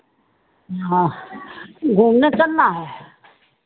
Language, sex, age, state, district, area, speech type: Hindi, female, 60+, Uttar Pradesh, Sitapur, rural, conversation